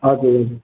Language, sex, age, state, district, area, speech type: Nepali, male, 18-30, West Bengal, Darjeeling, rural, conversation